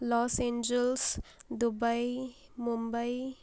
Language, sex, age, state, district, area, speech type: Marathi, female, 18-30, Maharashtra, Akola, urban, spontaneous